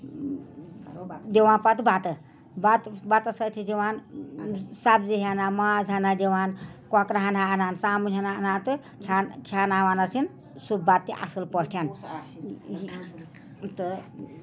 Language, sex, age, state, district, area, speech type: Kashmiri, female, 60+, Jammu and Kashmir, Ganderbal, rural, spontaneous